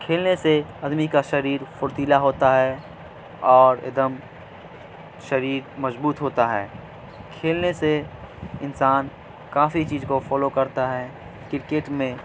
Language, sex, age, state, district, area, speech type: Urdu, male, 18-30, Bihar, Madhubani, rural, spontaneous